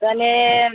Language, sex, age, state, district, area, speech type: Bengali, female, 30-45, West Bengal, Birbhum, urban, conversation